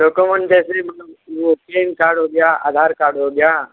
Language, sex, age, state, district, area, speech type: Hindi, male, 18-30, Uttar Pradesh, Mirzapur, rural, conversation